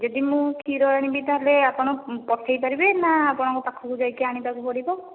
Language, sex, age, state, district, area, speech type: Odia, female, 45-60, Odisha, Khordha, rural, conversation